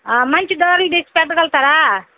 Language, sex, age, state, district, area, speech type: Telugu, female, 60+, Andhra Pradesh, Nellore, rural, conversation